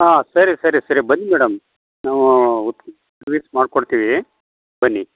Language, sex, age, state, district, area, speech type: Kannada, male, 45-60, Karnataka, Chikkaballapur, urban, conversation